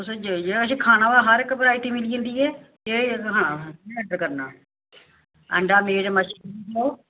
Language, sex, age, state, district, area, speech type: Dogri, female, 30-45, Jammu and Kashmir, Samba, rural, conversation